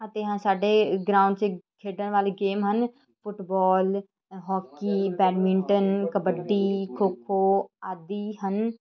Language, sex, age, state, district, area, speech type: Punjabi, female, 18-30, Punjab, Shaheed Bhagat Singh Nagar, rural, spontaneous